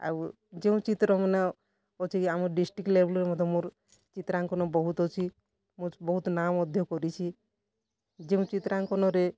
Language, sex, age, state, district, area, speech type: Odia, female, 45-60, Odisha, Kalahandi, rural, spontaneous